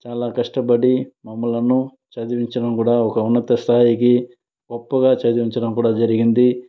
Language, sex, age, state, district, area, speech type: Telugu, male, 30-45, Andhra Pradesh, Sri Balaji, urban, spontaneous